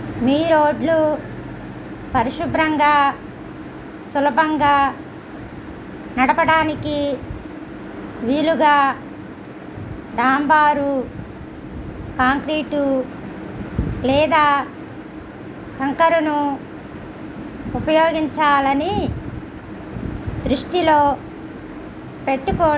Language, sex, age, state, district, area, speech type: Telugu, female, 60+, Andhra Pradesh, East Godavari, rural, read